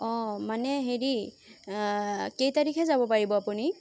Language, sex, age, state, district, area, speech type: Assamese, female, 18-30, Assam, Sonitpur, rural, spontaneous